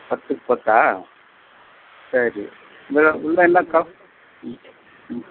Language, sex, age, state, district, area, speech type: Tamil, male, 60+, Tamil Nadu, Vellore, rural, conversation